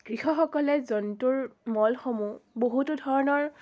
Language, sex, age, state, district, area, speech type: Assamese, female, 18-30, Assam, Biswanath, rural, spontaneous